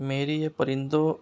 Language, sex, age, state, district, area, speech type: Urdu, male, 45-60, Uttar Pradesh, Muzaffarnagar, urban, spontaneous